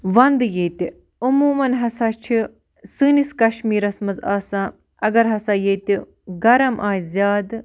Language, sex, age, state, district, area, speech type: Kashmiri, other, 18-30, Jammu and Kashmir, Baramulla, rural, spontaneous